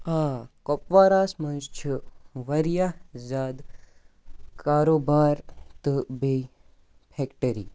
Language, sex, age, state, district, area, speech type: Kashmiri, male, 18-30, Jammu and Kashmir, Kupwara, rural, spontaneous